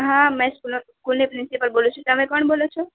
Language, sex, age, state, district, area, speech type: Gujarati, female, 18-30, Gujarat, Valsad, rural, conversation